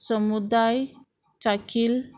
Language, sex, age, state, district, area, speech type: Goan Konkani, female, 30-45, Goa, Murmgao, rural, spontaneous